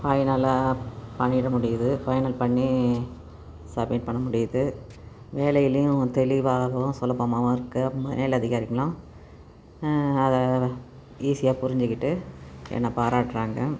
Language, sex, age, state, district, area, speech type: Tamil, female, 60+, Tamil Nadu, Cuddalore, rural, spontaneous